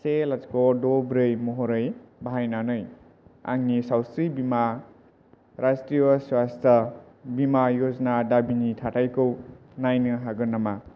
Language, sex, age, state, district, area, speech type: Bodo, male, 18-30, Assam, Kokrajhar, rural, read